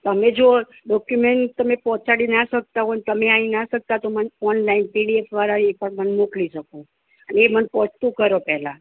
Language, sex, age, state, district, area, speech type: Gujarati, female, 30-45, Gujarat, Rajkot, rural, conversation